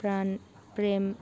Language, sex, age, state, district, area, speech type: Manipuri, female, 45-60, Manipur, Churachandpur, urban, read